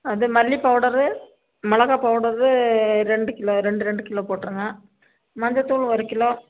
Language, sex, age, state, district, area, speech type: Tamil, female, 30-45, Tamil Nadu, Nilgiris, rural, conversation